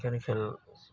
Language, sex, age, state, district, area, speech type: Assamese, male, 30-45, Assam, Dibrugarh, urban, spontaneous